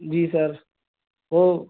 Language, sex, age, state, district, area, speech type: Urdu, male, 18-30, Uttar Pradesh, Saharanpur, urban, conversation